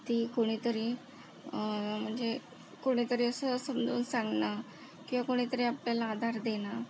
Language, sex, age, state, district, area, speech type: Marathi, female, 30-45, Maharashtra, Akola, rural, spontaneous